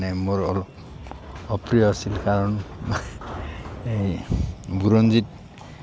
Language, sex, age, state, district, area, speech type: Assamese, male, 45-60, Assam, Goalpara, urban, spontaneous